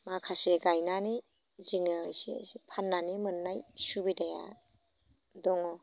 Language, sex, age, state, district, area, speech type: Bodo, female, 30-45, Assam, Baksa, rural, spontaneous